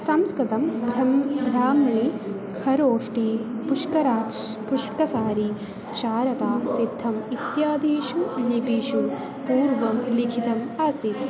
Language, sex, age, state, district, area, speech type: Sanskrit, female, 18-30, Kerala, Thrissur, urban, spontaneous